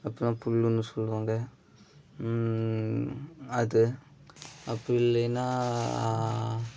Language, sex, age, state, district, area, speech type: Tamil, male, 18-30, Tamil Nadu, Namakkal, rural, spontaneous